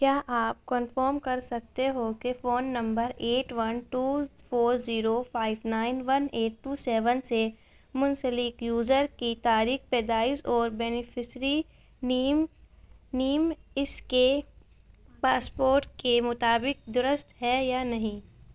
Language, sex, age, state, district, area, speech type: Urdu, female, 18-30, Uttar Pradesh, Ghaziabad, rural, read